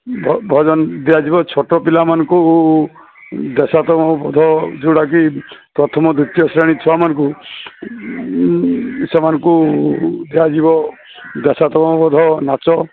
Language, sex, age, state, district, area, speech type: Odia, male, 45-60, Odisha, Sambalpur, rural, conversation